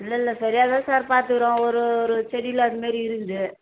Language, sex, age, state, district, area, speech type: Tamil, female, 45-60, Tamil Nadu, Tiruvannamalai, rural, conversation